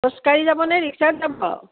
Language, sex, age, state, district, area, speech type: Assamese, female, 60+, Assam, Udalguri, rural, conversation